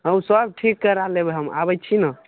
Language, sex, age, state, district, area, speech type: Maithili, male, 18-30, Bihar, Samastipur, rural, conversation